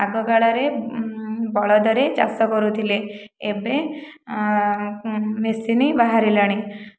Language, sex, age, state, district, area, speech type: Odia, female, 30-45, Odisha, Khordha, rural, spontaneous